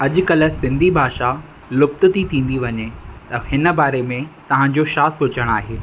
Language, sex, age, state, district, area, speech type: Sindhi, female, 30-45, Madhya Pradesh, Katni, urban, spontaneous